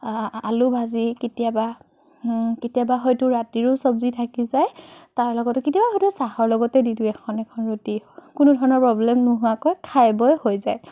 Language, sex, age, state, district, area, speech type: Assamese, female, 30-45, Assam, Biswanath, rural, spontaneous